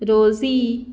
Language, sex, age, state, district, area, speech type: Goan Konkani, female, 18-30, Goa, Murmgao, urban, spontaneous